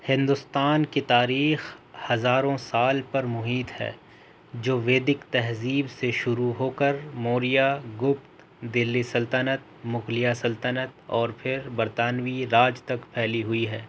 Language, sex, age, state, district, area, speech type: Urdu, male, 18-30, Delhi, North East Delhi, urban, spontaneous